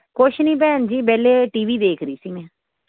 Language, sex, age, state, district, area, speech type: Punjabi, female, 30-45, Punjab, Pathankot, urban, conversation